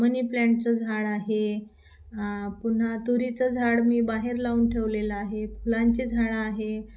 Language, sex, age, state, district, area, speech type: Marathi, female, 30-45, Maharashtra, Thane, urban, spontaneous